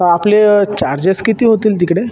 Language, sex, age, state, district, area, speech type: Marathi, male, 18-30, Maharashtra, Ahmednagar, urban, spontaneous